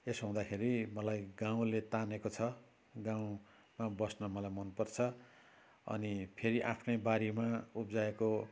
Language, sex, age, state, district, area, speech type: Nepali, male, 60+, West Bengal, Kalimpong, rural, spontaneous